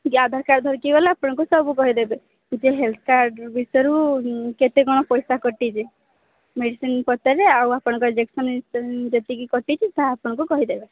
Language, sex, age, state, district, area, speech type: Odia, female, 30-45, Odisha, Sambalpur, rural, conversation